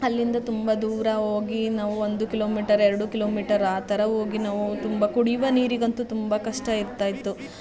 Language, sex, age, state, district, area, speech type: Kannada, female, 30-45, Karnataka, Mandya, rural, spontaneous